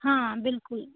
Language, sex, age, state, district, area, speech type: Hindi, female, 60+, Madhya Pradesh, Balaghat, rural, conversation